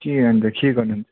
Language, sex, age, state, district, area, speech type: Nepali, male, 30-45, West Bengal, Darjeeling, rural, conversation